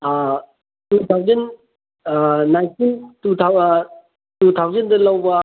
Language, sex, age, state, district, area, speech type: Manipuri, male, 45-60, Manipur, Kangpokpi, urban, conversation